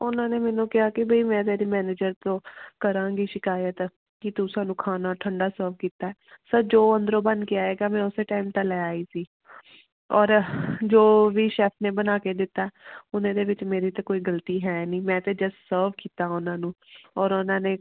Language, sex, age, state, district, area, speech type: Punjabi, female, 30-45, Punjab, Amritsar, urban, conversation